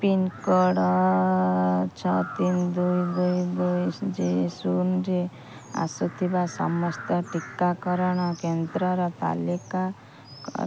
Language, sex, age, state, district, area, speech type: Odia, female, 30-45, Odisha, Kendrapara, urban, read